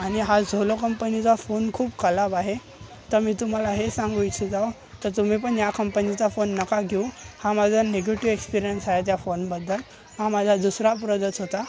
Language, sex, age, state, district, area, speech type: Marathi, male, 18-30, Maharashtra, Thane, urban, spontaneous